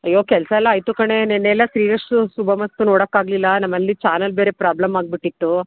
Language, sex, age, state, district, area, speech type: Kannada, female, 30-45, Karnataka, Mandya, rural, conversation